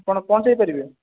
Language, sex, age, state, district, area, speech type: Odia, male, 18-30, Odisha, Jajpur, rural, conversation